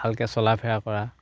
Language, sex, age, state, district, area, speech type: Assamese, male, 18-30, Assam, Charaideo, rural, spontaneous